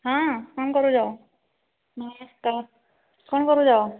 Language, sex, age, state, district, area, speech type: Odia, female, 30-45, Odisha, Sambalpur, rural, conversation